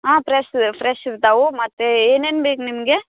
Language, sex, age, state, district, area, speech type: Kannada, female, 18-30, Karnataka, Bagalkot, rural, conversation